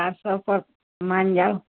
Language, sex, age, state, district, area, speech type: Maithili, female, 60+, Bihar, Sitamarhi, rural, conversation